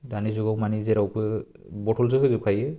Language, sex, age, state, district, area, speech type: Bodo, male, 30-45, Assam, Kokrajhar, urban, spontaneous